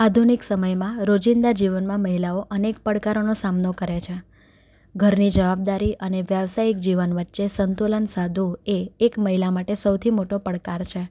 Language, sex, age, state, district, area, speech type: Gujarati, female, 18-30, Gujarat, Anand, urban, spontaneous